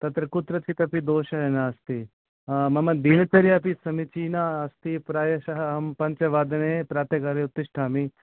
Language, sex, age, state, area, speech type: Sanskrit, male, 30-45, Rajasthan, rural, conversation